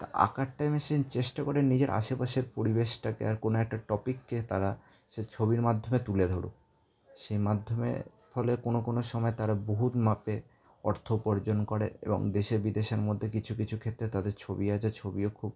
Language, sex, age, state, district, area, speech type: Bengali, male, 18-30, West Bengal, Kolkata, urban, spontaneous